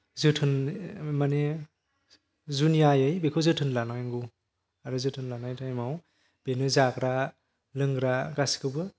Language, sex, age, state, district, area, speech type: Bodo, male, 18-30, Assam, Kokrajhar, rural, spontaneous